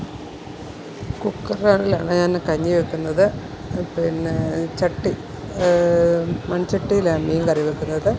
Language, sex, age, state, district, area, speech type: Malayalam, female, 45-60, Kerala, Alappuzha, rural, spontaneous